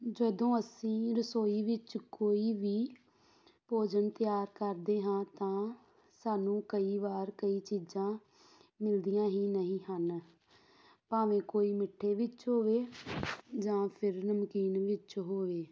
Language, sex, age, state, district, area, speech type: Punjabi, female, 18-30, Punjab, Tarn Taran, rural, spontaneous